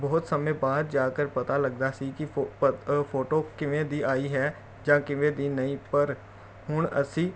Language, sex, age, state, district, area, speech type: Punjabi, male, 30-45, Punjab, Jalandhar, urban, spontaneous